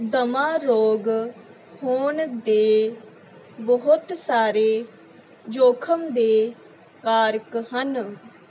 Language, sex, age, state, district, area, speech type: Punjabi, female, 18-30, Punjab, Mansa, rural, read